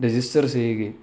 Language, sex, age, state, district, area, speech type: Malayalam, male, 18-30, Kerala, Thiruvananthapuram, rural, spontaneous